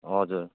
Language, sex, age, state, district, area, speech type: Nepali, male, 18-30, West Bengal, Darjeeling, rural, conversation